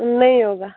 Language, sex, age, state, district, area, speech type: Hindi, female, 18-30, Rajasthan, Nagaur, rural, conversation